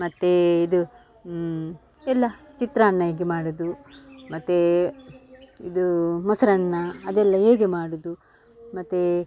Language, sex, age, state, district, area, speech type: Kannada, female, 45-60, Karnataka, Dakshina Kannada, rural, spontaneous